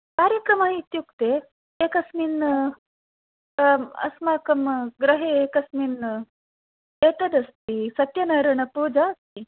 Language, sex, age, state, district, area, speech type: Sanskrit, female, 18-30, Karnataka, Dakshina Kannada, rural, conversation